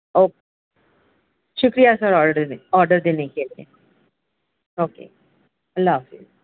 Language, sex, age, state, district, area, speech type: Urdu, female, 45-60, Maharashtra, Nashik, urban, conversation